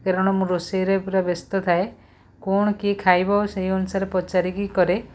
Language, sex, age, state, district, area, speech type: Odia, female, 45-60, Odisha, Rayagada, rural, spontaneous